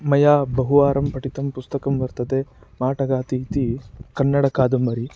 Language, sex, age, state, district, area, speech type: Sanskrit, male, 18-30, Karnataka, Shimoga, rural, spontaneous